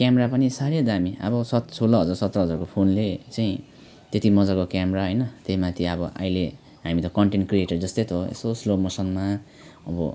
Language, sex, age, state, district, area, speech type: Nepali, male, 30-45, West Bengal, Alipurduar, urban, spontaneous